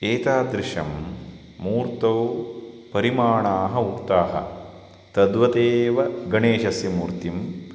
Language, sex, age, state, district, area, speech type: Sanskrit, male, 30-45, Karnataka, Shimoga, rural, spontaneous